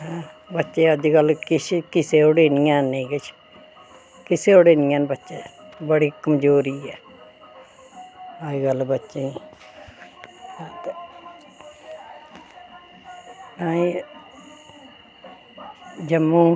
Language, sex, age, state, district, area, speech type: Dogri, female, 60+, Jammu and Kashmir, Reasi, rural, spontaneous